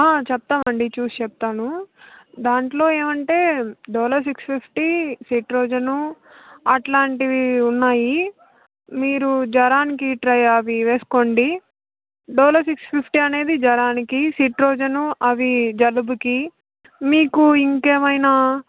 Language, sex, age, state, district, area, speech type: Telugu, female, 18-30, Andhra Pradesh, Nellore, rural, conversation